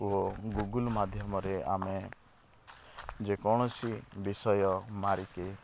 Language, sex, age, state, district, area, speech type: Odia, male, 30-45, Odisha, Rayagada, rural, spontaneous